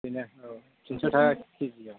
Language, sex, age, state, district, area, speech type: Bodo, male, 45-60, Assam, Chirang, urban, conversation